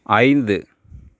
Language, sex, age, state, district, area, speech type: Tamil, female, 30-45, Tamil Nadu, Tiruvarur, urban, read